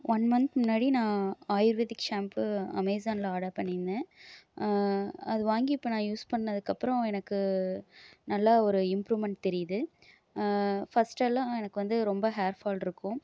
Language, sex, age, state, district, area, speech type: Tamil, female, 30-45, Tamil Nadu, Erode, rural, spontaneous